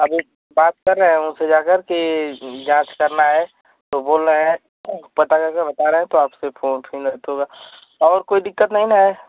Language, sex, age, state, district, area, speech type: Hindi, male, 18-30, Uttar Pradesh, Ghazipur, urban, conversation